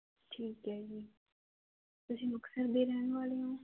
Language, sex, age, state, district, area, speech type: Punjabi, female, 18-30, Punjab, Muktsar, rural, conversation